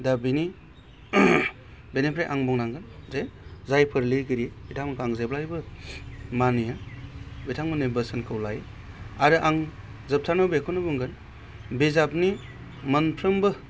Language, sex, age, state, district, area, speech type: Bodo, male, 30-45, Assam, Baksa, urban, spontaneous